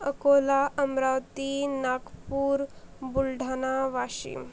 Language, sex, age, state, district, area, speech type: Marathi, female, 45-60, Maharashtra, Akola, rural, spontaneous